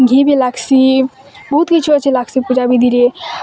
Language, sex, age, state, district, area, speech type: Odia, female, 18-30, Odisha, Bargarh, rural, spontaneous